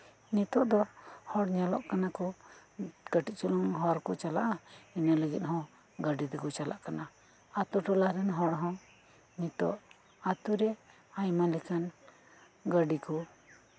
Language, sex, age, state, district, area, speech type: Santali, female, 45-60, West Bengal, Birbhum, rural, spontaneous